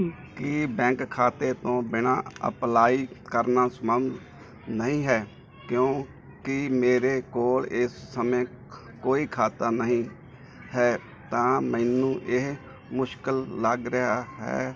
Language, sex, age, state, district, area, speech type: Punjabi, male, 45-60, Punjab, Mansa, urban, read